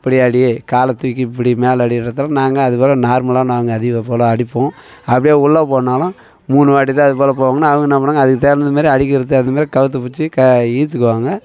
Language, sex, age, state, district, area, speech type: Tamil, male, 45-60, Tamil Nadu, Tiruvannamalai, rural, spontaneous